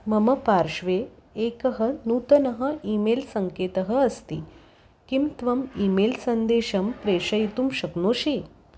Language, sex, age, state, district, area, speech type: Sanskrit, female, 30-45, Maharashtra, Nagpur, urban, read